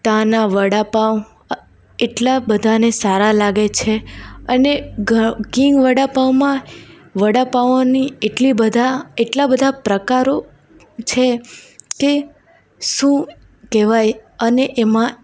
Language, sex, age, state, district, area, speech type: Gujarati, female, 18-30, Gujarat, Valsad, rural, spontaneous